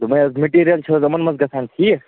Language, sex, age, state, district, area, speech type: Kashmiri, male, 18-30, Jammu and Kashmir, Kupwara, rural, conversation